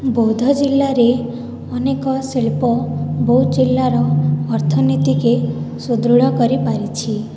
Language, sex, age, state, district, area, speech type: Odia, female, 45-60, Odisha, Boudh, rural, spontaneous